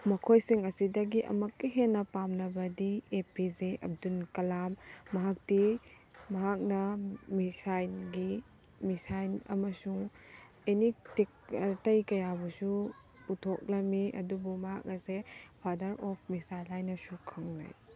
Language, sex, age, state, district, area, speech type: Manipuri, female, 18-30, Manipur, Tengnoupal, rural, spontaneous